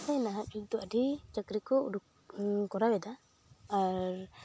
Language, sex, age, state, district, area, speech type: Santali, female, 18-30, West Bengal, Purulia, rural, spontaneous